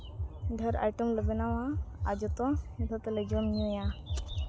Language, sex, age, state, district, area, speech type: Santali, female, 30-45, Jharkhand, East Singhbhum, rural, spontaneous